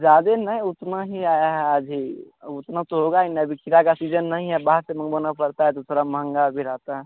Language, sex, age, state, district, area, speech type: Hindi, male, 18-30, Bihar, Begusarai, rural, conversation